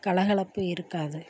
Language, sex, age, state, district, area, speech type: Tamil, female, 45-60, Tamil Nadu, Perambalur, rural, spontaneous